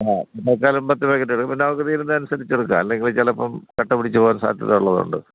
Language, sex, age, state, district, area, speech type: Malayalam, male, 60+, Kerala, Thiruvananthapuram, urban, conversation